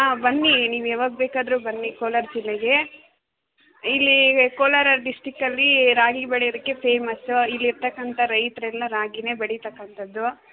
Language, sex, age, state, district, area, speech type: Kannada, female, 30-45, Karnataka, Kolar, rural, conversation